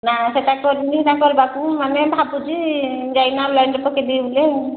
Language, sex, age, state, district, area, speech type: Odia, female, 45-60, Odisha, Angul, rural, conversation